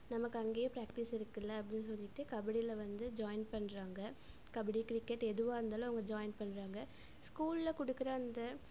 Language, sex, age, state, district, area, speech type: Tamil, female, 18-30, Tamil Nadu, Coimbatore, rural, spontaneous